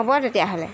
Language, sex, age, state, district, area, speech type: Assamese, female, 45-60, Assam, Jorhat, urban, spontaneous